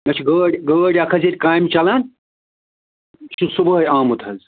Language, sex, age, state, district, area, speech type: Kashmiri, male, 45-60, Jammu and Kashmir, Ganderbal, rural, conversation